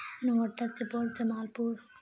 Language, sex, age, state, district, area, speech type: Urdu, female, 18-30, Bihar, Khagaria, rural, spontaneous